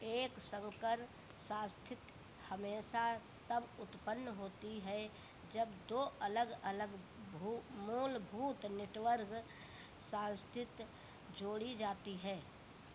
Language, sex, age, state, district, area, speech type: Hindi, female, 60+, Uttar Pradesh, Sitapur, rural, read